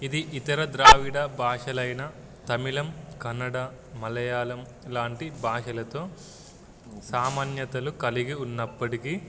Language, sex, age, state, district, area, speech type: Telugu, male, 18-30, Telangana, Wanaparthy, urban, spontaneous